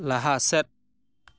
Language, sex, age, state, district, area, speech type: Santali, male, 30-45, West Bengal, Jhargram, rural, read